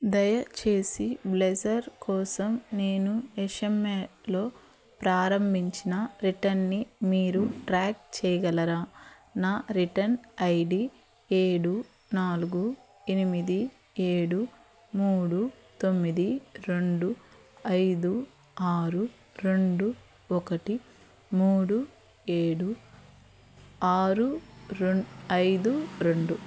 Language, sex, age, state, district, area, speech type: Telugu, female, 30-45, Andhra Pradesh, Eluru, urban, read